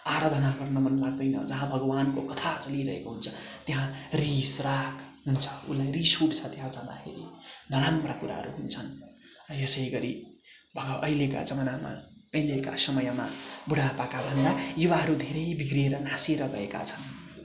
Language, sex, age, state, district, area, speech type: Nepali, male, 18-30, West Bengal, Darjeeling, rural, spontaneous